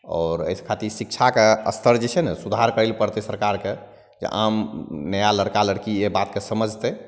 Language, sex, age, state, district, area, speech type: Maithili, male, 45-60, Bihar, Madhepura, urban, spontaneous